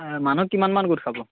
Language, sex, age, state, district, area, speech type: Assamese, male, 18-30, Assam, Majuli, urban, conversation